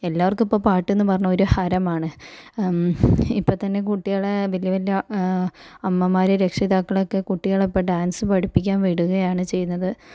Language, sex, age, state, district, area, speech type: Malayalam, female, 45-60, Kerala, Kozhikode, urban, spontaneous